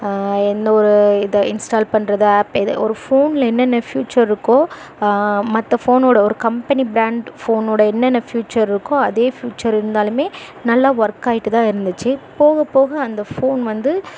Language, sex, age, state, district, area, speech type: Tamil, female, 18-30, Tamil Nadu, Dharmapuri, urban, spontaneous